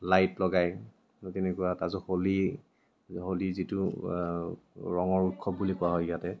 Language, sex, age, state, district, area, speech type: Assamese, male, 30-45, Assam, Kamrup Metropolitan, rural, spontaneous